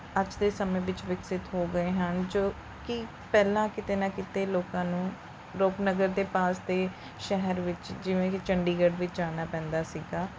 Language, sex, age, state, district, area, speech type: Punjabi, female, 18-30, Punjab, Rupnagar, urban, spontaneous